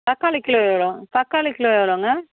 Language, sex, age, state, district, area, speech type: Tamil, female, 18-30, Tamil Nadu, Kallakurichi, rural, conversation